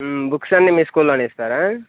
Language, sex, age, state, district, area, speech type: Telugu, male, 18-30, Andhra Pradesh, Visakhapatnam, rural, conversation